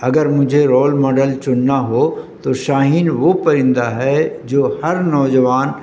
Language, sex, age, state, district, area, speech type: Urdu, male, 60+, Delhi, North East Delhi, urban, spontaneous